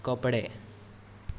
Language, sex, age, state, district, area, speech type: Goan Konkani, male, 18-30, Goa, Tiswadi, rural, read